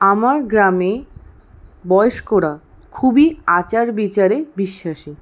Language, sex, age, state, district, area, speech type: Bengali, female, 60+, West Bengal, Paschim Bardhaman, rural, spontaneous